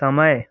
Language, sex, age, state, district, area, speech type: Hindi, male, 18-30, Uttar Pradesh, Prayagraj, rural, read